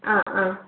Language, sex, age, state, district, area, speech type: Malayalam, female, 18-30, Kerala, Wayanad, rural, conversation